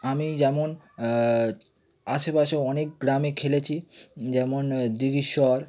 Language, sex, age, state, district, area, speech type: Bengali, male, 18-30, West Bengal, Howrah, urban, spontaneous